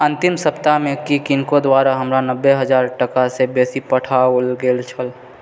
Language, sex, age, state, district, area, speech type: Maithili, male, 30-45, Bihar, Purnia, urban, read